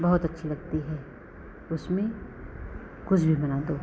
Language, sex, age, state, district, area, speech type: Hindi, female, 45-60, Uttar Pradesh, Lucknow, rural, spontaneous